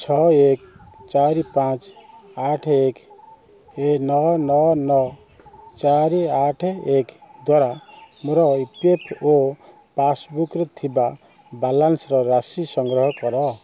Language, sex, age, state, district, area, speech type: Odia, male, 30-45, Odisha, Kendrapara, urban, read